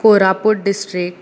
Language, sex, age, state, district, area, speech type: Goan Konkani, female, 18-30, Goa, Bardez, urban, spontaneous